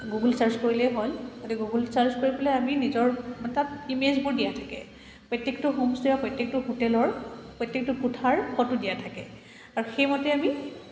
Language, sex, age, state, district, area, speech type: Assamese, female, 30-45, Assam, Kamrup Metropolitan, urban, spontaneous